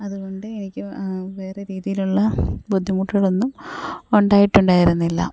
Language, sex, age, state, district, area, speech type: Malayalam, female, 30-45, Kerala, Alappuzha, rural, spontaneous